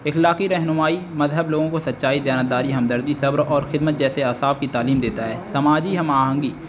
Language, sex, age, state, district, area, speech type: Urdu, male, 18-30, Uttar Pradesh, Azamgarh, rural, spontaneous